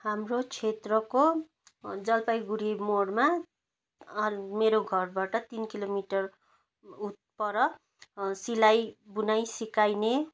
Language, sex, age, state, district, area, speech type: Nepali, female, 30-45, West Bengal, Jalpaiguri, urban, spontaneous